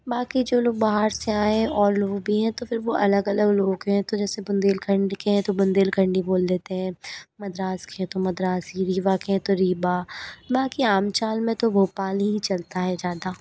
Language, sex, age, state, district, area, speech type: Hindi, female, 45-60, Madhya Pradesh, Bhopal, urban, spontaneous